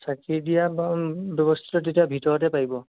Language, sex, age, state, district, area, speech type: Assamese, male, 18-30, Assam, Lakhimpur, rural, conversation